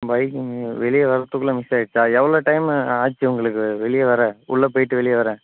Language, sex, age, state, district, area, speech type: Tamil, male, 18-30, Tamil Nadu, Ariyalur, rural, conversation